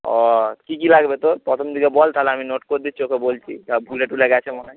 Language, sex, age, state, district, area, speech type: Bengali, male, 30-45, West Bengal, Paschim Medinipur, rural, conversation